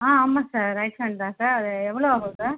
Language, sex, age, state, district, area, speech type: Tamil, female, 30-45, Tamil Nadu, Tiruchirappalli, rural, conversation